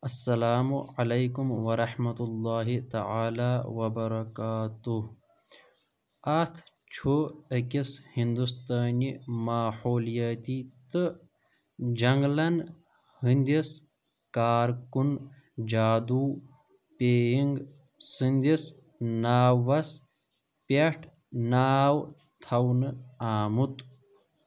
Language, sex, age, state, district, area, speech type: Kashmiri, male, 30-45, Jammu and Kashmir, Shopian, rural, read